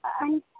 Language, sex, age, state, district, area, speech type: Gujarati, female, 30-45, Gujarat, Morbi, urban, conversation